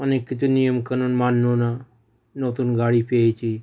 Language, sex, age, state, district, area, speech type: Bengali, male, 45-60, West Bengal, Howrah, urban, spontaneous